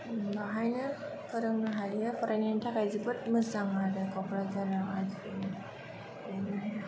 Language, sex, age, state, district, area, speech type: Bodo, female, 30-45, Assam, Kokrajhar, urban, spontaneous